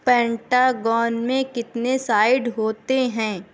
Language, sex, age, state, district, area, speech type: Urdu, female, 18-30, Uttar Pradesh, Shahjahanpur, urban, read